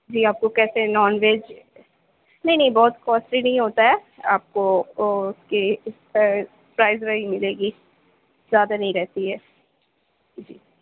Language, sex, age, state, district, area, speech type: Urdu, female, 18-30, Uttar Pradesh, Mau, urban, conversation